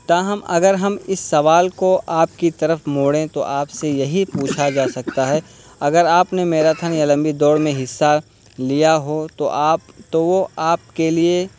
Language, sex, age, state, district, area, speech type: Urdu, male, 18-30, Uttar Pradesh, Balrampur, rural, spontaneous